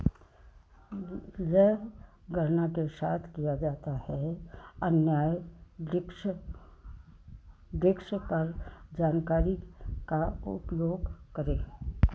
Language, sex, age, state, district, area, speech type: Hindi, female, 60+, Uttar Pradesh, Hardoi, rural, read